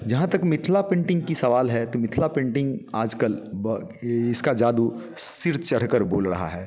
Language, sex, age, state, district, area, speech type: Hindi, male, 45-60, Bihar, Muzaffarpur, urban, spontaneous